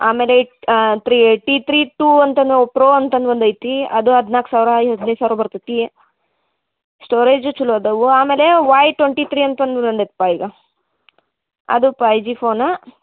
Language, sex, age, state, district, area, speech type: Kannada, female, 18-30, Karnataka, Dharwad, urban, conversation